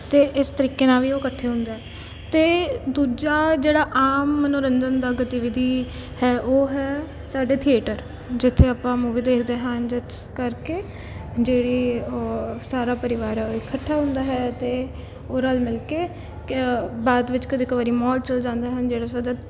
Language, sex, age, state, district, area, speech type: Punjabi, female, 18-30, Punjab, Kapurthala, urban, spontaneous